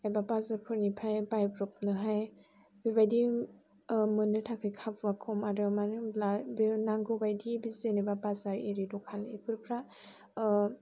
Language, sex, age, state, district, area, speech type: Bodo, female, 18-30, Assam, Chirang, rural, spontaneous